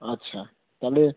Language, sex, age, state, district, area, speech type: Bengali, male, 18-30, West Bengal, Howrah, urban, conversation